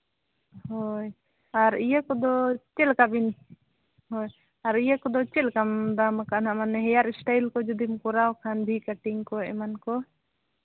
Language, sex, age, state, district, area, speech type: Santali, female, 18-30, Jharkhand, Seraikela Kharsawan, rural, conversation